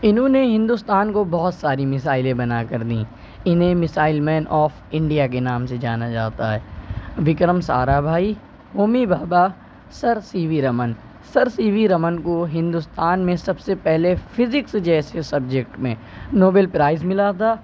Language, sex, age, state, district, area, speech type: Urdu, male, 18-30, Uttar Pradesh, Shahjahanpur, rural, spontaneous